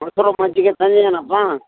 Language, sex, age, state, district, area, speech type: Kannada, male, 60+, Karnataka, Bellary, rural, conversation